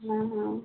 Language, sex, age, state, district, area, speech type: Hindi, female, 30-45, Uttar Pradesh, Sitapur, rural, conversation